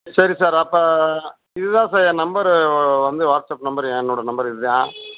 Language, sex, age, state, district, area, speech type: Tamil, male, 45-60, Tamil Nadu, Theni, rural, conversation